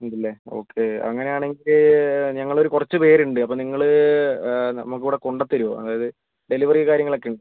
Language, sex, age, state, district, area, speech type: Malayalam, male, 18-30, Kerala, Wayanad, rural, conversation